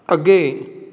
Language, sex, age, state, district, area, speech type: Punjabi, male, 45-60, Punjab, Fatehgarh Sahib, urban, read